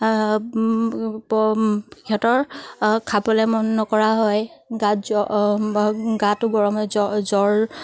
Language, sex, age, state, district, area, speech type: Assamese, female, 30-45, Assam, Charaideo, urban, spontaneous